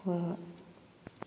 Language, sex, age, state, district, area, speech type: Manipuri, female, 30-45, Manipur, Kakching, rural, spontaneous